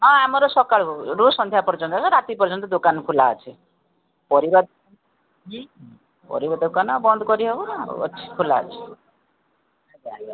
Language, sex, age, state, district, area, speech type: Odia, female, 45-60, Odisha, Koraput, urban, conversation